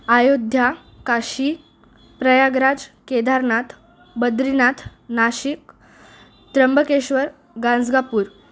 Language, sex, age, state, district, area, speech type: Marathi, female, 18-30, Maharashtra, Nanded, rural, spontaneous